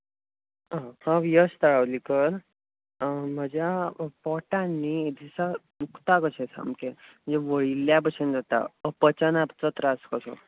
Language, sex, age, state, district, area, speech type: Goan Konkani, male, 18-30, Goa, Bardez, urban, conversation